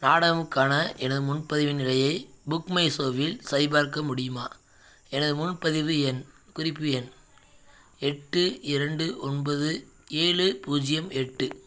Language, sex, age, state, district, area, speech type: Tamil, male, 18-30, Tamil Nadu, Madurai, rural, read